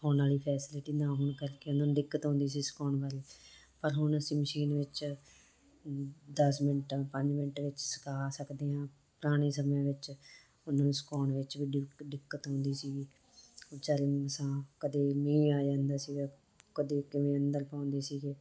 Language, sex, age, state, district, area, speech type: Punjabi, female, 30-45, Punjab, Muktsar, urban, spontaneous